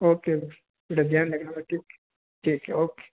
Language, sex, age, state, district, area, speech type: Hindi, male, 30-45, Rajasthan, Jodhpur, urban, conversation